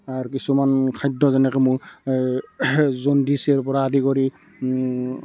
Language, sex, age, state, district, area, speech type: Assamese, male, 30-45, Assam, Barpeta, rural, spontaneous